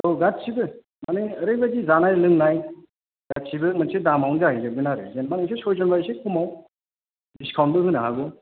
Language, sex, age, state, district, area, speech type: Bodo, male, 30-45, Assam, Chirang, urban, conversation